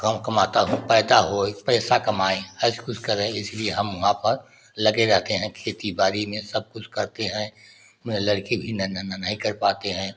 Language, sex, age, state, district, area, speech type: Hindi, male, 60+, Uttar Pradesh, Prayagraj, rural, spontaneous